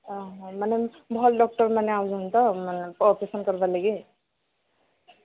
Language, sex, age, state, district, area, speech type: Odia, female, 18-30, Odisha, Sambalpur, rural, conversation